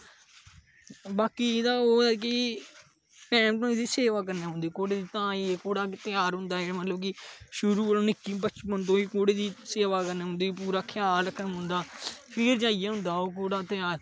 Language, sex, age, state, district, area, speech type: Dogri, male, 18-30, Jammu and Kashmir, Kathua, rural, spontaneous